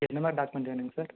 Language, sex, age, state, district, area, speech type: Tamil, male, 18-30, Tamil Nadu, Erode, rural, conversation